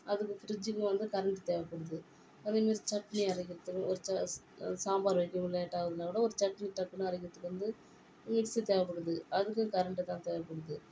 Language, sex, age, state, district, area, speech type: Tamil, female, 45-60, Tamil Nadu, Viluppuram, rural, spontaneous